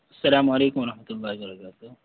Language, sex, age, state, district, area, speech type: Urdu, male, 18-30, Bihar, Purnia, rural, conversation